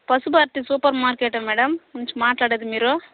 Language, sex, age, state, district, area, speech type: Telugu, female, 30-45, Andhra Pradesh, Sri Balaji, rural, conversation